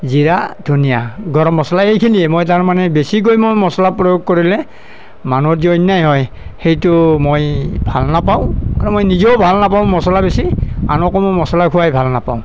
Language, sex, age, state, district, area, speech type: Assamese, male, 45-60, Assam, Nalbari, rural, spontaneous